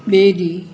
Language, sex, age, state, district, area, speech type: Sindhi, female, 60+, Uttar Pradesh, Lucknow, urban, spontaneous